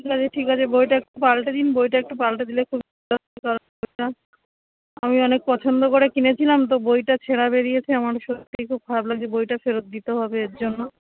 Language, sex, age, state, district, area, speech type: Bengali, female, 45-60, West Bengal, Darjeeling, urban, conversation